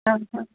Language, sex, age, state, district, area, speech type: Odia, female, 45-60, Odisha, Angul, rural, conversation